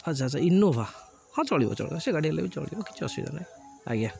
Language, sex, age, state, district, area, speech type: Odia, male, 30-45, Odisha, Jagatsinghpur, rural, spontaneous